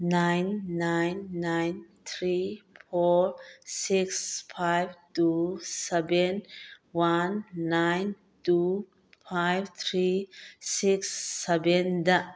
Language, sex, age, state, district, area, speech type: Manipuri, female, 45-60, Manipur, Bishnupur, rural, read